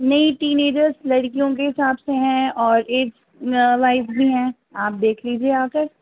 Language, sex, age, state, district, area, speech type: Urdu, female, 30-45, Uttar Pradesh, Rampur, urban, conversation